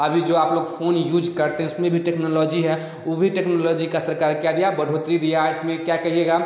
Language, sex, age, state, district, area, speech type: Hindi, male, 18-30, Bihar, Samastipur, rural, spontaneous